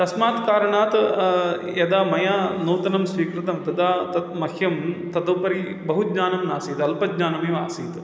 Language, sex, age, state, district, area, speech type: Sanskrit, male, 30-45, Kerala, Thrissur, urban, spontaneous